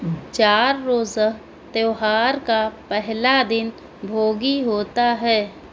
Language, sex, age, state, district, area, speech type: Urdu, female, 18-30, Delhi, South Delhi, rural, read